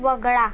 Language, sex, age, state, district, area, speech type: Marathi, female, 18-30, Maharashtra, Thane, urban, read